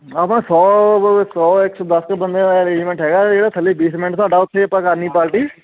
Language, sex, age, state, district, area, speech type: Punjabi, male, 18-30, Punjab, Kapurthala, urban, conversation